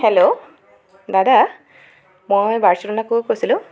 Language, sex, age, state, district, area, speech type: Assamese, female, 18-30, Assam, Jorhat, urban, spontaneous